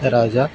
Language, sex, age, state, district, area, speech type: Malayalam, male, 45-60, Kerala, Alappuzha, rural, spontaneous